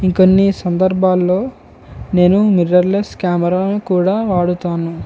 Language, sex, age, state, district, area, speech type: Telugu, male, 18-30, Telangana, Komaram Bheem, urban, spontaneous